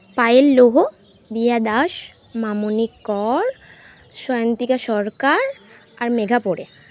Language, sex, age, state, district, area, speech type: Bengali, female, 30-45, West Bengal, Bankura, urban, spontaneous